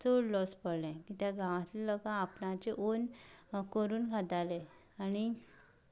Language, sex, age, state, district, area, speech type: Goan Konkani, female, 18-30, Goa, Canacona, rural, spontaneous